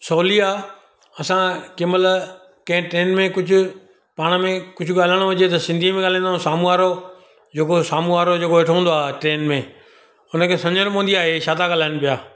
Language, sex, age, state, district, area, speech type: Sindhi, male, 60+, Gujarat, Surat, urban, spontaneous